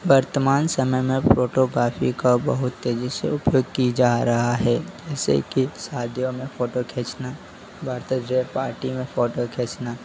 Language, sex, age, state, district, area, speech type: Hindi, male, 30-45, Madhya Pradesh, Harda, urban, spontaneous